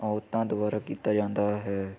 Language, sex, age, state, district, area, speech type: Punjabi, male, 18-30, Punjab, Hoshiarpur, rural, spontaneous